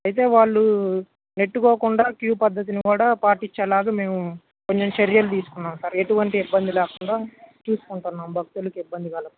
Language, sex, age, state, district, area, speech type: Telugu, male, 18-30, Andhra Pradesh, Guntur, urban, conversation